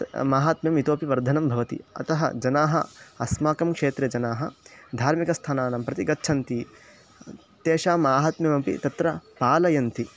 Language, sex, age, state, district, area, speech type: Sanskrit, male, 18-30, Karnataka, Chikkamagaluru, rural, spontaneous